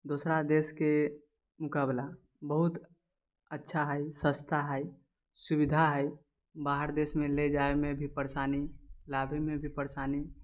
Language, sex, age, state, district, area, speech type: Maithili, male, 18-30, Bihar, Purnia, rural, spontaneous